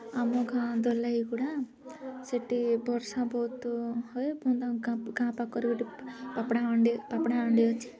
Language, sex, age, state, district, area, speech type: Odia, female, 18-30, Odisha, Nabarangpur, urban, spontaneous